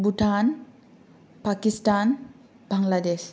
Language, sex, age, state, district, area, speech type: Bodo, female, 18-30, Assam, Kokrajhar, rural, spontaneous